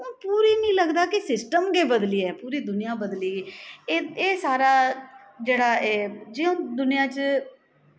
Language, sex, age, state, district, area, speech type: Dogri, female, 45-60, Jammu and Kashmir, Jammu, urban, spontaneous